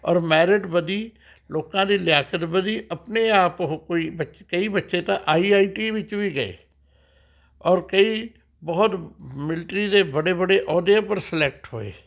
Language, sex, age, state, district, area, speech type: Punjabi, male, 60+, Punjab, Rupnagar, urban, spontaneous